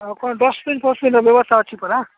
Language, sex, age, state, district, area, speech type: Odia, male, 45-60, Odisha, Nabarangpur, rural, conversation